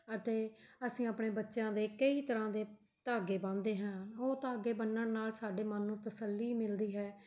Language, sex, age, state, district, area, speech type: Punjabi, female, 45-60, Punjab, Mohali, urban, spontaneous